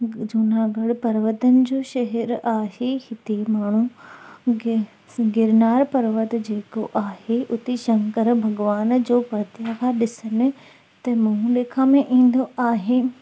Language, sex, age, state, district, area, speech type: Sindhi, female, 18-30, Gujarat, Junagadh, rural, spontaneous